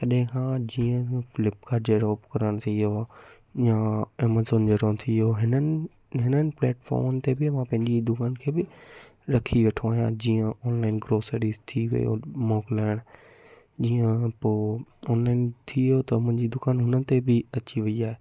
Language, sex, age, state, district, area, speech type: Sindhi, male, 18-30, Gujarat, Kutch, rural, spontaneous